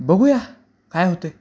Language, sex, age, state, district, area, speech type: Marathi, male, 18-30, Maharashtra, Sangli, urban, spontaneous